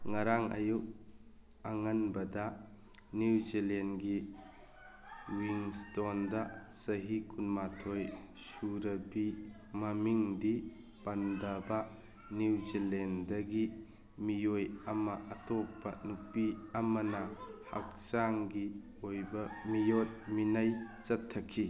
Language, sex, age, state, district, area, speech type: Manipuri, male, 45-60, Manipur, Churachandpur, rural, read